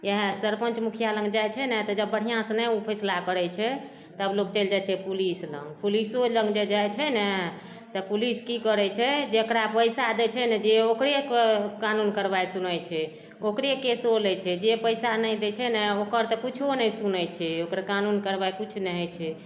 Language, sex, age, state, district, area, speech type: Maithili, female, 60+, Bihar, Madhepura, urban, spontaneous